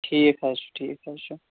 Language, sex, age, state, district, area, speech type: Kashmiri, female, 30-45, Jammu and Kashmir, Kulgam, rural, conversation